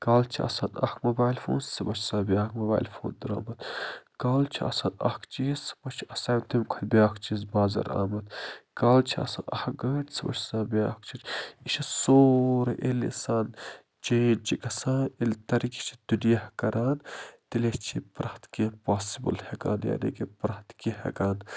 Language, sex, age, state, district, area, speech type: Kashmiri, male, 30-45, Jammu and Kashmir, Budgam, rural, spontaneous